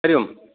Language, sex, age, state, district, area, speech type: Sanskrit, male, 45-60, Karnataka, Dakshina Kannada, rural, conversation